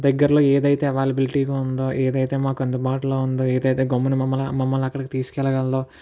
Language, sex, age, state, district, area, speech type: Telugu, male, 45-60, Andhra Pradesh, Kakinada, rural, spontaneous